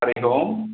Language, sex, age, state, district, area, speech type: Sanskrit, male, 30-45, Andhra Pradesh, Guntur, urban, conversation